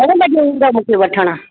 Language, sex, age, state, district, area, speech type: Sindhi, female, 60+, Maharashtra, Mumbai Suburban, urban, conversation